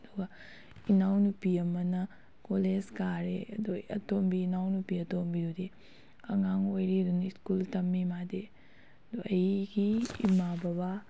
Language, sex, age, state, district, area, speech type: Manipuri, female, 18-30, Manipur, Kakching, rural, spontaneous